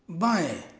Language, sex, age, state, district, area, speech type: Hindi, male, 30-45, Rajasthan, Jaipur, urban, read